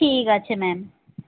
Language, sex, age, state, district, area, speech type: Bengali, female, 30-45, West Bengal, Kolkata, urban, conversation